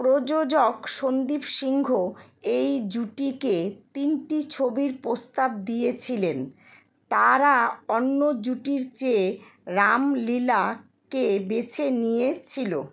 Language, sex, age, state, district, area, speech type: Bengali, female, 45-60, West Bengal, Kolkata, urban, read